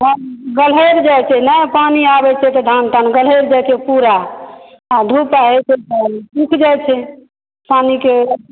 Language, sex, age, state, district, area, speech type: Maithili, female, 45-60, Bihar, Supaul, rural, conversation